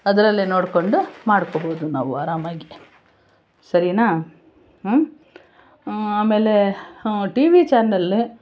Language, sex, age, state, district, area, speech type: Kannada, female, 60+, Karnataka, Bangalore Urban, urban, spontaneous